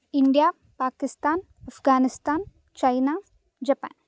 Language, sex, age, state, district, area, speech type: Sanskrit, female, 18-30, Tamil Nadu, Coimbatore, rural, spontaneous